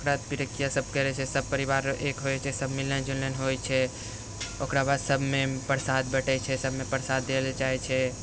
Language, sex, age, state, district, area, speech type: Maithili, male, 30-45, Bihar, Purnia, rural, spontaneous